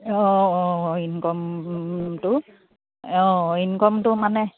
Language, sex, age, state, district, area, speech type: Assamese, female, 60+, Assam, Dibrugarh, rural, conversation